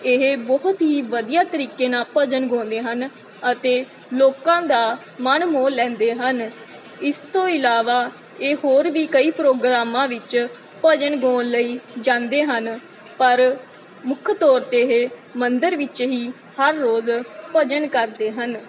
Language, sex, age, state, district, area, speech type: Punjabi, female, 18-30, Punjab, Mansa, rural, spontaneous